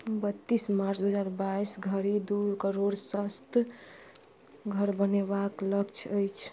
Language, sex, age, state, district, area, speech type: Maithili, female, 30-45, Bihar, Madhubani, rural, read